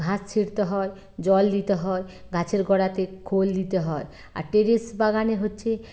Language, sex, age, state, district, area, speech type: Bengali, female, 45-60, West Bengal, Bankura, urban, spontaneous